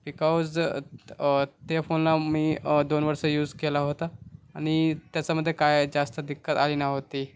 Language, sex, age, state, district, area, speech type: Marathi, male, 30-45, Maharashtra, Thane, urban, spontaneous